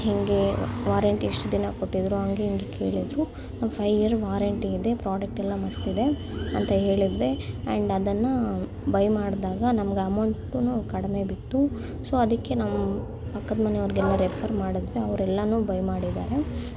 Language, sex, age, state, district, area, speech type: Kannada, female, 18-30, Karnataka, Bangalore Urban, rural, spontaneous